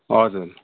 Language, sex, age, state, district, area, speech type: Nepali, male, 60+, West Bengal, Kalimpong, rural, conversation